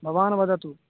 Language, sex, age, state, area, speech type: Sanskrit, male, 18-30, Uttar Pradesh, urban, conversation